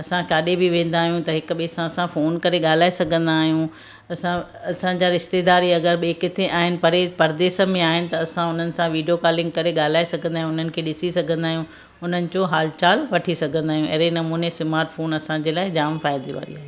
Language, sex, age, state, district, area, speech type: Sindhi, female, 45-60, Maharashtra, Thane, urban, spontaneous